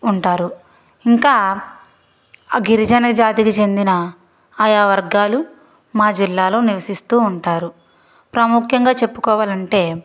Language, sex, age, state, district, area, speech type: Telugu, female, 30-45, Andhra Pradesh, Guntur, urban, spontaneous